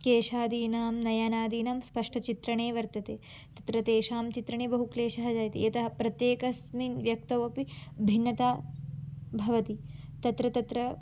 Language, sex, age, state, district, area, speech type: Sanskrit, female, 18-30, Karnataka, Belgaum, rural, spontaneous